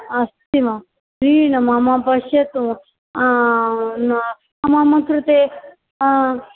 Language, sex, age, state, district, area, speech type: Sanskrit, female, 45-60, Karnataka, Dakshina Kannada, rural, conversation